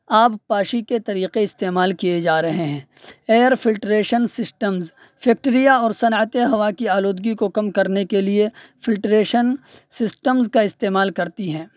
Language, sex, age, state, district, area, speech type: Urdu, male, 18-30, Uttar Pradesh, Saharanpur, urban, spontaneous